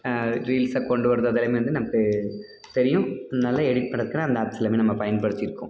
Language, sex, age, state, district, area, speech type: Tamil, male, 18-30, Tamil Nadu, Dharmapuri, rural, spontaneous